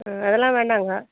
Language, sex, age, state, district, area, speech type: Tamil, female, 60+, Tamil Nadu, Chengalpattu, rural, conversation